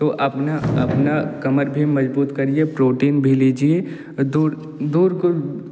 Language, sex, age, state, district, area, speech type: Hindi, male, 18-30, Uttar Pradesh, Jaunpur, urban, spontaneous